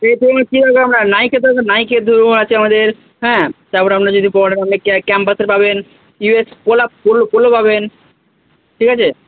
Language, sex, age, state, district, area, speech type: Bengali, male, 45-60, West Bengal, Purba Bardhaman, urban, conversation